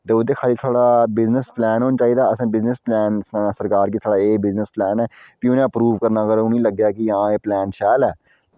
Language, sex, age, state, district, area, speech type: Dogri, female, 30-45, Jammu and Kashmir, Udhampur, rural, spontaneous